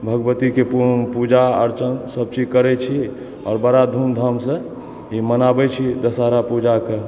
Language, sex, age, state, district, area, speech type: Maithili, male, 30-45, Bihar, Supaul, rural, spontaneous